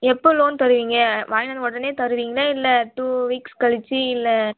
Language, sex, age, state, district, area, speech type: Tamil, female, 18-30, Tamil Nadu, Vellore, urban, conversation